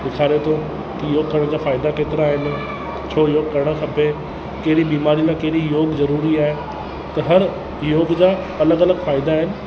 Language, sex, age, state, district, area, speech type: Sindhi, male, 30-45, Rajasthan, Ajmer, urban, spontaneous